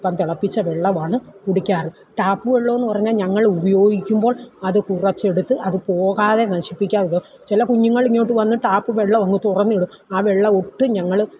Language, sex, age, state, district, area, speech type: Malayalam, female, 60+, Kerala, Alappuzha, rural, spontaneous